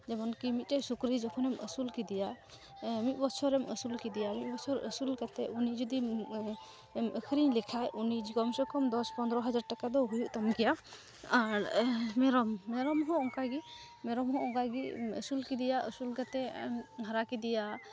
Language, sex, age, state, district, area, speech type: Santali, female, 18-30, West Bengal, Malda, rural, spontaneous